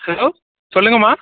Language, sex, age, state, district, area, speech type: Tamil, male, 18-30, Tamil Nadu, Thanjavur, rural, conversation